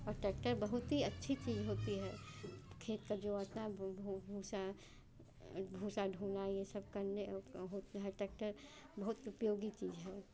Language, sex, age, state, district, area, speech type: Hindi, female, 45-60, Uttar Pradesh, Chandauli, rural, spontaneous